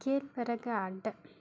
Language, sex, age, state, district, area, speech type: Tamil, female, 30-45, Tamil Nadu, Mayiladuthurai, urban, spontaneous